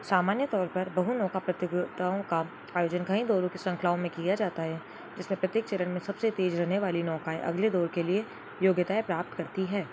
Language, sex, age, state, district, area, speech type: Hindi, female, 45-60, Rajasthan, Jodhpur, urban, read